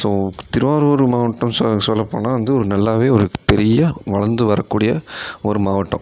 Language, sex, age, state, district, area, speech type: Tamil, male, 30-45, Tamil Nadu, Tiruvarur, rural, spontaneous